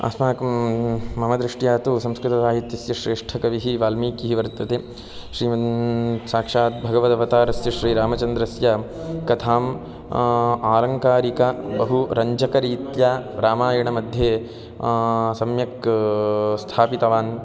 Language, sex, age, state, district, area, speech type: Sanskrit, male, 18-30, Karnataka, Gulbarga, urban, spontaneous